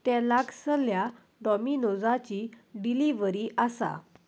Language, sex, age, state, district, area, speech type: Goan Konkani, female, 18-30, Goa, Salcete, rural, read